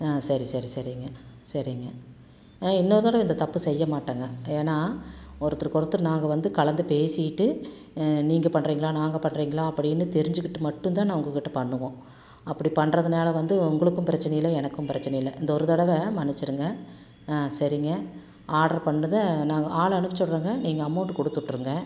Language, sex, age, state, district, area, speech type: Tamil, female, 45-60, Tamil Nadu, Tiruppur, rural, spontaneous